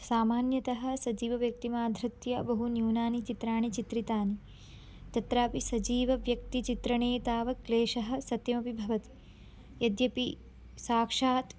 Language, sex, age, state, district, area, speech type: Sanskrit, female, 18-30, Karnataka, Belgaum, rural, spontaneous